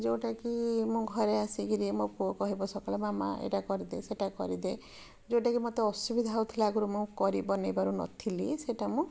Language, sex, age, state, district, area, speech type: Odia, female, 45-60, Odisha, Puri, urban, spontaneous